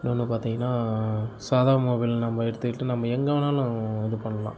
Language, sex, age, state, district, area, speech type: Tamil, male, 30-45, Tamil Nadu, Kallakurichi, urban, spontaneous